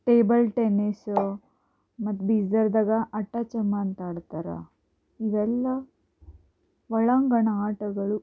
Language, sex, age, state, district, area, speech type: Kannada, female, 18-30, Karnataka, Bidar, urban, spontaneous